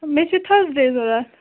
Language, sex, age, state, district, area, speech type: Kashmiri, female, 30-45, Jammu and Kashmir, Budgam, rural, conversation